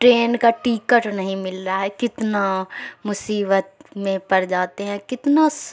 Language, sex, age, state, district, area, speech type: Urdu, female, 45-60, Bihar, Khagaria, rural, spontaneous